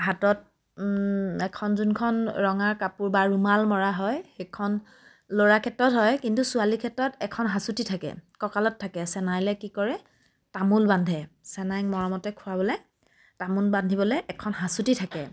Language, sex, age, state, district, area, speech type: Assamese, female, 30-45, Assam, Biswanath, rural, spontaneous